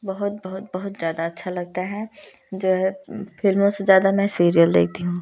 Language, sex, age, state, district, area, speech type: Hindi, female, 18-30, Uttar Pradesh, Prayagraj, rural, spontaneous